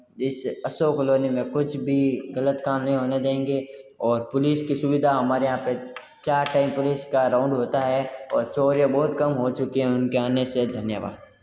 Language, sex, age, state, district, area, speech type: Hindi, male, 18-30, Rajasthan, Jodhpur, urban, spontaneous